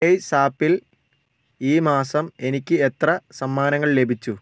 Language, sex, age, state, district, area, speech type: Malayalam, male, 45-60, Kerala, Wayanad, rural, read